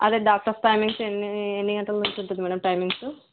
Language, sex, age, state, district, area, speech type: Telugu, female, 18-30, Andhra Pradesh, Kurnool, rural, conversation